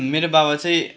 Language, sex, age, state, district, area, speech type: Nepali, male, 18-30, West Bengal, Kalimpong, rural, spontaneous